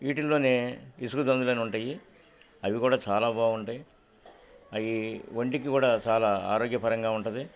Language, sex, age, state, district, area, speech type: Telugu, male, 60+, Andhra Pradesh, Guntur, urban, spontaneous